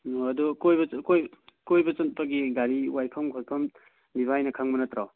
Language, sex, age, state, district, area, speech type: Manipuri, male, 18-30, Manipur, Kangpokpi, urban, conversation